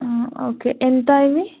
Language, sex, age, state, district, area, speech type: Telugu, female, 18-30, Telangana, Narayanpet, rural, conversation